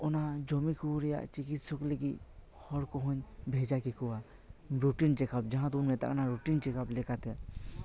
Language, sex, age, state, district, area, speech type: Santali, male, 18-30, West Bengal, Paschim Bardhaman, rural, spontaneous